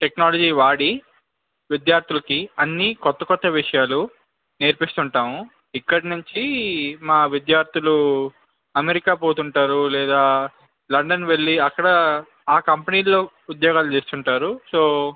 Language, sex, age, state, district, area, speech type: Telugu, male, 18-30, Andhra Pradesh, Visakhapatnam, urban, conversation